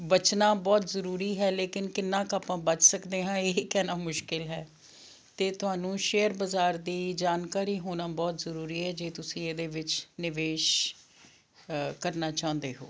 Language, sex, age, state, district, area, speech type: Punjabi, female, 60+, Punjab, Fazilka, rural, spontaneous